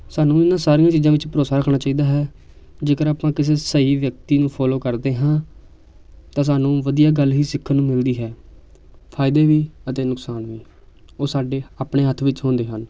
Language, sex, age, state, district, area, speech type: Punjabi, male, 18-30, Punjab, Amritsar, urban, spontaneous